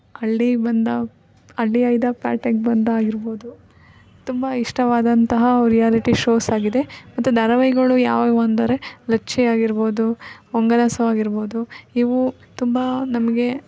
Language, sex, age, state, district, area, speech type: Kannada, female, 18-30, Karnataka, Davanagere, rural, spontaneous